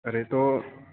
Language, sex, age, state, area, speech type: Sanskrit, male, 18-30, Haryana, rural, conversation